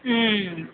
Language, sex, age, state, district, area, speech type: Assamese, female, 45-60, Assam, Sonitpur, urban, conversation